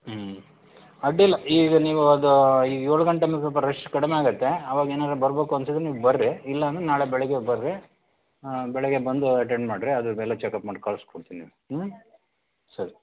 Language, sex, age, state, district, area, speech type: Kannada, male, 45-60, Karnataka, Shimoga, rural, conversation